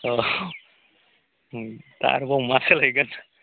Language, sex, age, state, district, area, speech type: Bodo, male, 45-60, Assam, Chirang, rural, conversation